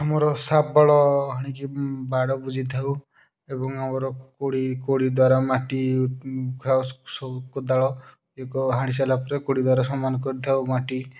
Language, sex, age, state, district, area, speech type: Odia, male, 30-45, Odisha, Kendujhar, urban, spontaneous